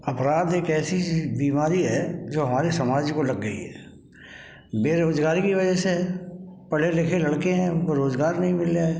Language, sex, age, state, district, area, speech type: Hindi, male, 60+, Madhya Pradesh, Gwalior, rural, spontaneous